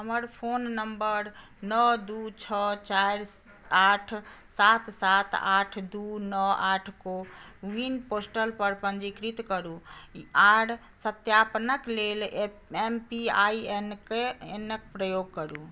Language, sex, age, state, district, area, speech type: Maithili, female, 60+, Bihar, Madhubani, rural, read